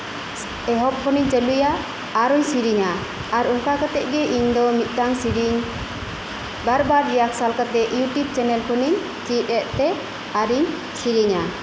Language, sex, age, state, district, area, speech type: Santali, female, 45-60, West Bengal, Birbhum, rural, spontaneous